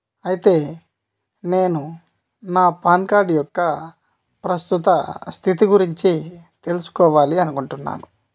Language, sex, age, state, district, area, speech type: Telugu, male, 30-45, Andhra Pradesh, Kadapa, rural, spontaneous